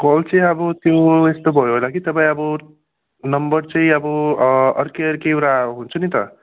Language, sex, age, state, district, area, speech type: Nepali, male, 45-60, West Bengal, Darjeeling, rural, conversation